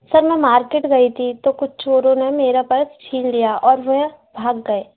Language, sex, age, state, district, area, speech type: Hindi, female, 18-30, Madhya Pradesh, Gwalior, urban, conversation